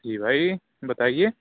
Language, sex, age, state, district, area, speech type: Urdu, male, 18-30, Uttar Pradesh, Rampur, urban, conversation